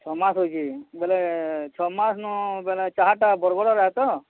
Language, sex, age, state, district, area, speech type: Odia, male, 45-60, Odisha, Bargarh, urban, conversation